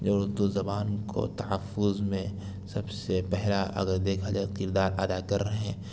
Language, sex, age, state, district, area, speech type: Urdu, male, 60+, Uttar Pradesh, Lucknow, urban, spontaneous